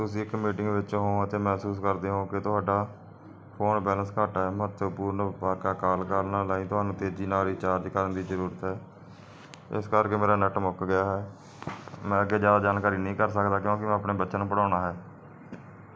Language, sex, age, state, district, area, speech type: Punjabi, male, 45-60, Punjab, Barnala, rural, spontaneous